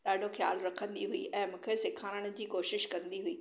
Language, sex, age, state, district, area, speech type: Sindhi, female, 45-60, Maharashtra, Thane, urban, spontaneous